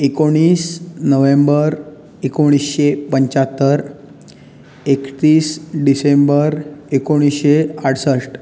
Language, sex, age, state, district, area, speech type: Goan Konkani, male, 18-30, Goa, Bardez, urban, spontaneous